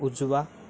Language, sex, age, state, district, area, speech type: Marathi, male, 18-30, Maharashtra, Sindhudurg, rural, read